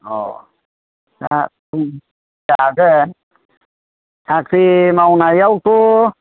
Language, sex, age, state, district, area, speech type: Bodo, male, 45-60, Assam, Kokrajhar, rural, conversation